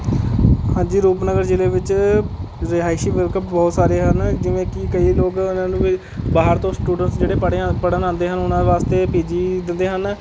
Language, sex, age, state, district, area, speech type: Punjabi, male, 18-30, Punjab, Rupnagar, urban, spontaneous